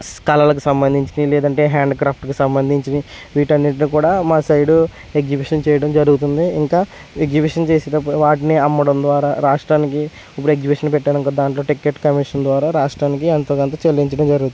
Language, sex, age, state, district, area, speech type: Telugu, male, 30-45, Andhra Pradesh, West Godavari, rural, spontaneous